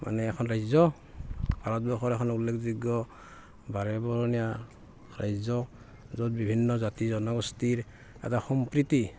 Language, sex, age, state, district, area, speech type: Assamese, male, 45-60, Assam, Barpeta, rural, spontaneous